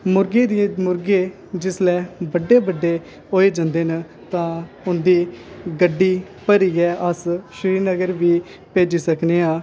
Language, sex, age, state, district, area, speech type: Dogri, male, 18-30, Jammu and Kashmir, Kathua, rural, spontaneous